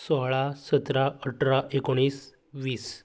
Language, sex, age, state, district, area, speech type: Goan Konkani, male, 18-30, Goa, Canacona, rural, spontaneous